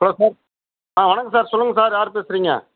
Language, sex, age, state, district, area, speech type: Tamil, male, 45-60, Tamil Nadu, Theni, rural, conversation